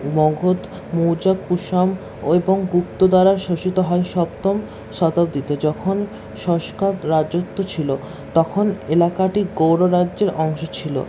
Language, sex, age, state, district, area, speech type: Bengali, male, 60+, West Bengal, Paschim Bardhaman, urban, spontaneous